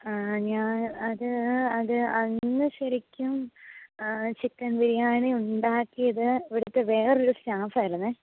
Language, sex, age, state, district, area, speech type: Malayalam, female, 18-30, Kerala, Pathanamthitta, rural, conversation